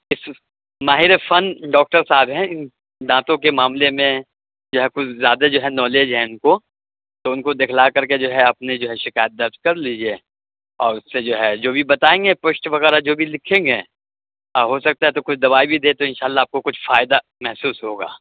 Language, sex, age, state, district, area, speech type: Urdu, male, 30-45, Delhi, Central Delhi, urban, conversation